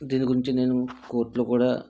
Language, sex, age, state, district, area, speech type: Telugu, male, 60+, Andhra Pradesh, Vizianagaram, rural, spontaneous